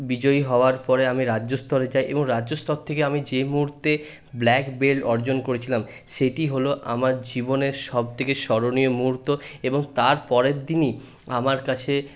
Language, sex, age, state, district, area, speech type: Bengali, male, 30-45, West Bengal, Purulia, urban, spontaneous